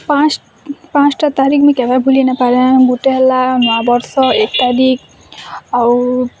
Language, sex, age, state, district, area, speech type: Odia, female, 18-30, Odisha, Bargarh, rural, spontaneous